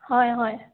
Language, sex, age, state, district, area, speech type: Assamese, female, 18-30, Assam, Dhemaji, urban, conversation